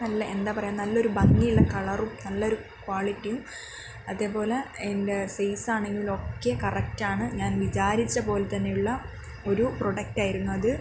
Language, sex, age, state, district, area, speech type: Malayalam, female, 18-30, Kerala, Wayanad, rural, spontaneous